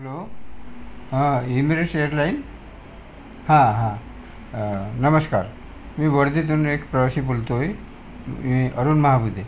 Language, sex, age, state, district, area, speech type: Marathi, male, 60+, Maharashtra, Wardha, urban, spontaneous